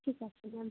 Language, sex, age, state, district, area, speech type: Bengali, female, 18-30, West Bengal, Murshidabad, rural, conversation